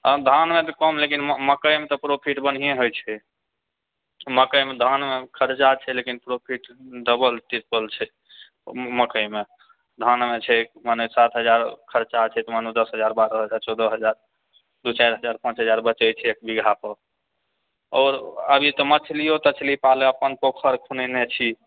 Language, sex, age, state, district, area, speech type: Maithili, male, 60+, Bihar, Purnia, urban, conversation